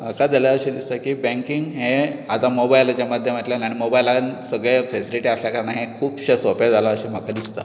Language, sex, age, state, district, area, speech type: Goan Konkani, male, 60+, Goa, Bardez, rural, spontaneous